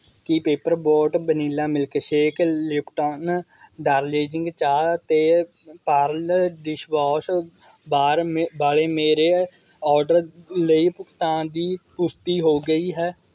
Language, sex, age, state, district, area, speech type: Punjabi, male, 18-30, Punjab, Mohali, rural, read